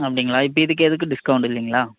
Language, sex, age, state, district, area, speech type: Tamil, male, 18-30, Tamil Nadu, Dharmapuri, rural, conversation